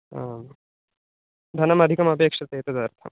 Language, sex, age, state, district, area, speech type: Sanskrit, male, 18-30, Telangana, Medak, urban, conversation